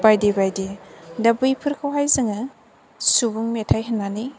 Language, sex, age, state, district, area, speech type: Bodo, female, 18-30, Assam, Chirang, rural, spontaneous